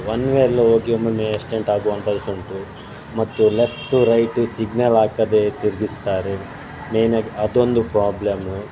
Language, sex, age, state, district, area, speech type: Kannada, male, 30-45, Karnataka, Dakshina Kannada, rural, spontaneous